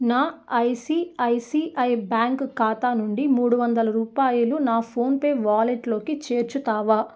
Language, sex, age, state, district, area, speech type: Telugu, female, 18-30, Andhra Pradesh, Nellore, rural, read